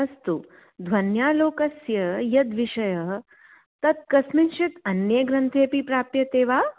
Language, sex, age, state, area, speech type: Sanskrit, female, 30-45, Delhi, urban, conversation